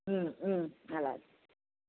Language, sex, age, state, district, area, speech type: Telugu, female, 30-45, Andhra Pradesh, N T Rama Rao, urban, conversation